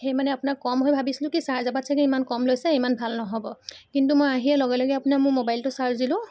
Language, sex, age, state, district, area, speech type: Assamese, female, 18-30, Assam, Sivasagar, urban, spontaneous